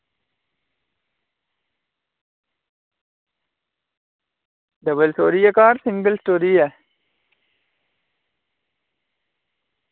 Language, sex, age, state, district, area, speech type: Dogri, male, 18-30, Jammu and Kashmir, Udhampur, rural, conversation